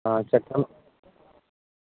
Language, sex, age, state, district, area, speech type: Dogri, male, 30-45, Jammu and Kashmir, Udhampur, rural, conversation